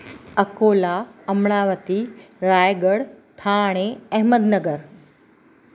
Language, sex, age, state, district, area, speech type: Sindhi, female, 45-60, Maharashtra, Thane, urban, spontaneous